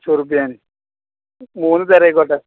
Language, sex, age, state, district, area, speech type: Malayalam, male, 18-30, Kerala, Malappuram, urban, conversation